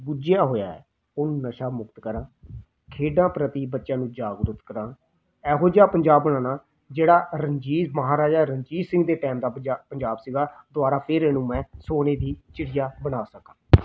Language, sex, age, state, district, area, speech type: Punjabi, male, 30-45, Punjab, Rupnagar, rural, spontaneous